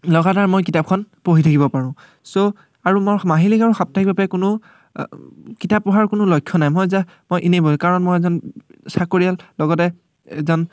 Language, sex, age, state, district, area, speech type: Assamese, male, 30-45, Assam, Biswanath, rural, spontaneous